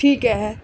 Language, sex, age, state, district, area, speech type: Punjabi, female, 45-60, Punjab, Fazilka, rural, spontaneous